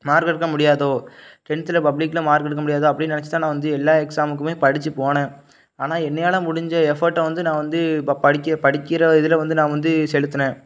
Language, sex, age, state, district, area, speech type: Tamil, male, 18-30, Tamil Nadu, Thoothukudi, urban, spontaneous